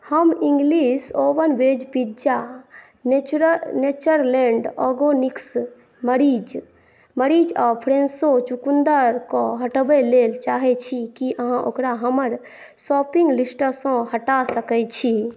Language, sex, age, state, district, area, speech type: Maithili, female, 30-45, Bihar, Saharsa, rural, read